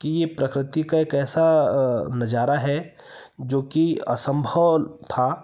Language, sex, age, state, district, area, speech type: Hindi, male, 30-45, Madhya Pradesh, Betul, urban, spontaneous